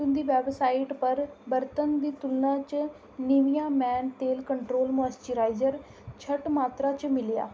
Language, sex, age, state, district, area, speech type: Dogri, female, 30-45, Jammu and Kashmir, Reasi, rural, read